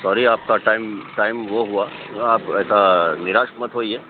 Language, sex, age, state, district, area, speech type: Urdu, male, 30-45, Telangana, Hyderabad, urban, conversation